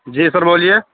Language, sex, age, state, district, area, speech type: Hindi, male, 30-45, Bihar, Darbhanga, rural, conversation